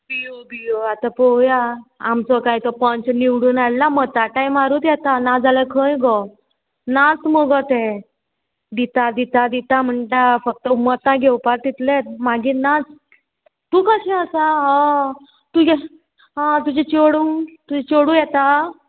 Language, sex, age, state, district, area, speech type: Goan Konkani, female, 45-60, Goa, Murmgao, rural, conversation